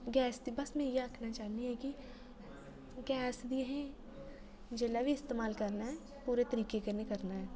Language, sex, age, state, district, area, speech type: Dogri, female, 18-30, Jammu and Kashmir, Jammu, rural, spontaneous